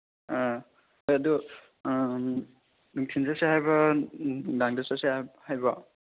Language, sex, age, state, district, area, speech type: Manipuri, male, 18-30, Manipur, Chandel, rural, conversation